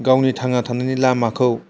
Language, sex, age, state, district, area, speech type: Bodo, male, 18-30, Assam, Chirang, rural, spontaneous